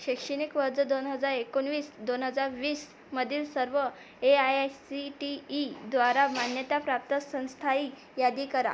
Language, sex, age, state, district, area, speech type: Marathi, female, 18-30, Maharashtra, Amravati, urban, read